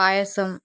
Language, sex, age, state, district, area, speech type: Telugu, female, 30-45, Andhra Pradesh, Nandyal, urban, spontaneous